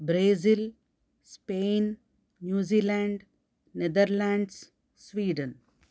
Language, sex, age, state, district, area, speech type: Sanskrit, female, 45-60, Karnataka, Bangalore Urban, urban, spontaneous